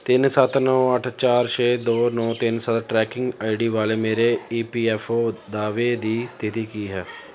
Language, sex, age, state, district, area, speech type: Punjabi, male, 30-45, Punjab, Pathankot, urban, read